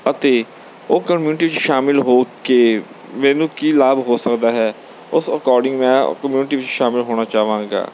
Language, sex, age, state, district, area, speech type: Punjabi, male, 30-45, Punjab, Bathinda, urban, spontaneous